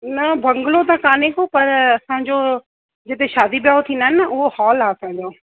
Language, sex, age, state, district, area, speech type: Sindhi, female, 30-45, Rajasthan, Ajmer, rural, conversation